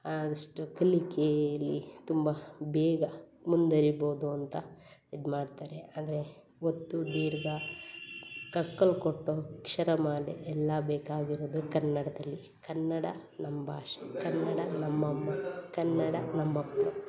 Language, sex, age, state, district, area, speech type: Kannada, female, 45-60, Karnataka, Hassan, urban, spontaneous